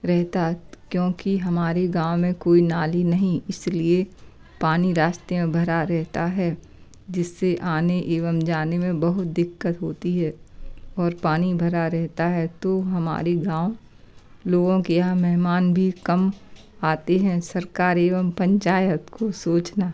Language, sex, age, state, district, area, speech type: Hindi, female, 60+, Madhya Pradesh, Gwalior, rural, spontaneous